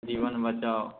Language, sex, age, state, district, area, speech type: Hindi, male, 60+, Madhya Pradesh, Balaghat, rural, conversation